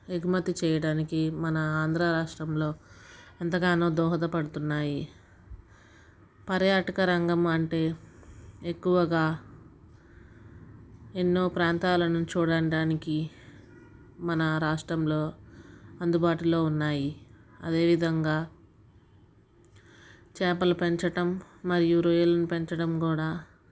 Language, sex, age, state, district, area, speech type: Telugu, female, 45-60, Andhra Pradesh, Guntur, urban, spontaneous